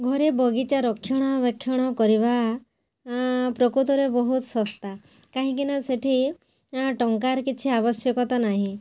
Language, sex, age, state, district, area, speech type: Odia, female, 45-60, Odisha, Mayurbhanj, rural, spontaneous